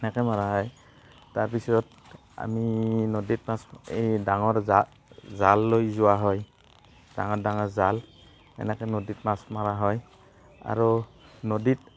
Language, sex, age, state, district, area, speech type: Assamese, male, 30-45, Assam, Barpeta, rural, spontaneous